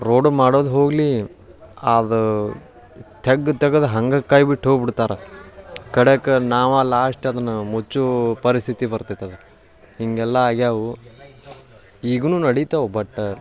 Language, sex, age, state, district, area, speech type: Kannada, male, 18-30, Karnataka, Dharwad, rural, spontaneous